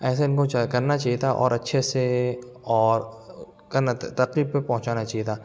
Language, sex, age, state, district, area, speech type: Urdu, male, 18-30, Uttar Pradesh, Lucknow, urban, spontaneous